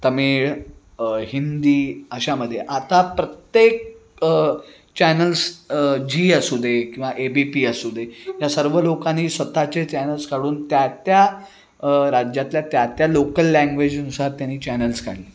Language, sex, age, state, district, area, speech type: Marathi, male, 30-45, Maharashtra, Sangli, urban, spontaneous